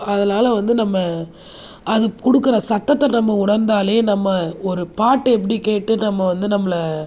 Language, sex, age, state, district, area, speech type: Tamil, female, 30-45, Tamil Nadu, Viluppuram, urban, spontaneous